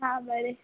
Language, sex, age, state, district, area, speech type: Goan Konkani, female, 18-30, Goa, Ponda, rural, conversation